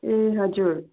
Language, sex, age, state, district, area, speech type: Nepali, female, 18-30, West Bengal, Darjeeling, rural, conversation